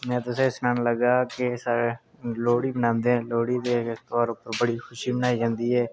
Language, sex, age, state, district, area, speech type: Dogri, male, 18-30, Jammu and Kashmir, Udhampur, rural, spontaneous